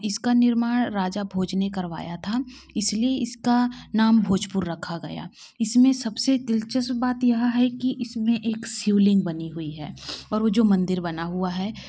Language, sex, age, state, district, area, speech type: Hindi, female, 30-45, Madhya Pradesh, Bhopal, urban, spontaneous